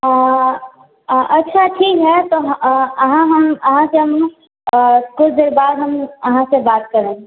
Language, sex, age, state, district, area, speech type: Maithili, female, 18-30, Bihar, Sitamarhi, rural, conversation